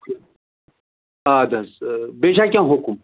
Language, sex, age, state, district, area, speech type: Kashmiri, male, 45-60, Jammu and Kashmir, Ganderbal, rural, conversation